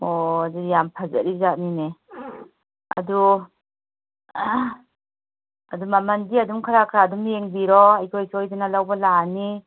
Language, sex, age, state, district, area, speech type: Manipuri, female, 45-60, Manipur, Kakching, rural, conversation